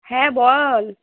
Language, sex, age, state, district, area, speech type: Bengali, female, 30-45, West Bengal, Kolkata, urban, conversation